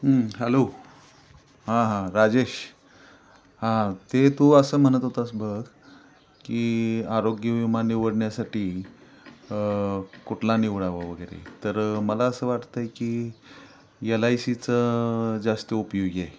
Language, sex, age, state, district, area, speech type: Marathi, male, 45-60, Maharashtra, Satara, urban, spontaneous